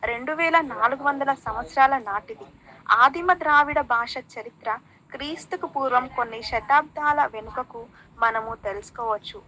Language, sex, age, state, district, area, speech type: Telugu, female, 18-30, Telangana, Bhadradri Kothagudem, rural, spontaneous